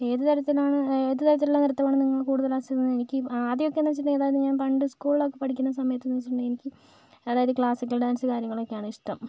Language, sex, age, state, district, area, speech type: Malayalam, female, 30-45, Kerala, Kozhikode, urban, spontaneous